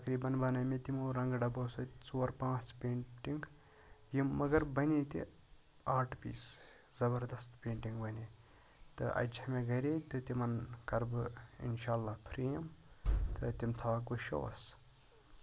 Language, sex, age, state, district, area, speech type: Kashmiri, male, 18-30, Jammu and Kashmir, Budgam, rural, spontaneous